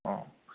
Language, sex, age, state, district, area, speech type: Bodo, male, 18-30, Assam, Kokrajhar, rural, conversation